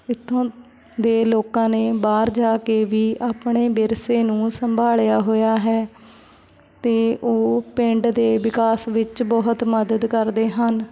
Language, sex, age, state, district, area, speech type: Punjabi, female, 30-45, Punjab, Shaheed Bhagat Singh Nagar, urban, spontaneous